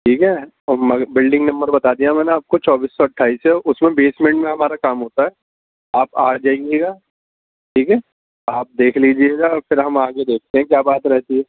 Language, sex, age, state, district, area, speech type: Urdu, male, 30-45, Delhi, East Delhi, urban, conversation